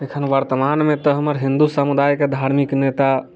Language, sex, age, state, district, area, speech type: Maithili, male, 18-30, Bihar, Muzaffarpur, rural, spontaneous